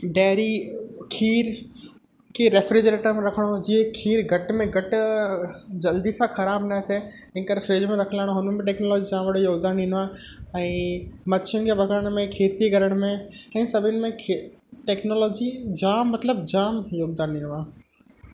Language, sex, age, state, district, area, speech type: Sindhi, male, 18-30, Gujarat, Kutch, urban, spontaneous